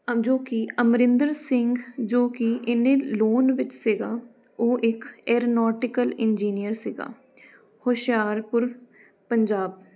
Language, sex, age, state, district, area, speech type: Punjabi, female, 18-30, Punjab, Jalandhar, urban, spontaneous